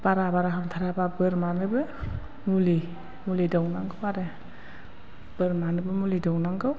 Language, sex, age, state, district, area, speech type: Bodo, female, 45-60, Assam, Chirang, urban, spontaneous